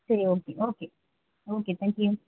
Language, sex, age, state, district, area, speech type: Tamil, female, 18-30, Tamil Nadu, Chennai, urban, conversation